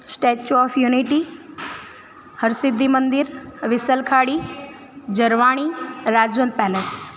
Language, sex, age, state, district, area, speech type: Gujarati, female, 30-45, Gujarat, Narmada, rural, spontaneous